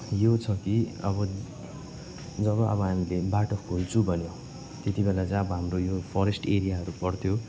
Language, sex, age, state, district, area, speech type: Nepali, male, 18-30, West Bengal, Darjeeling, rural, spontaneous